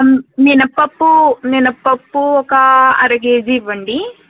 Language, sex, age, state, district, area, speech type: Telugu, female, 45-60, Andhra Pradesh, East Godavari, rural, conversation